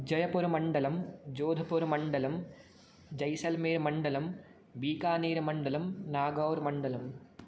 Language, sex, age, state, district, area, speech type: Sanskrit, male, 18-30, Rajasthan, Jaipur, urban, spontaneous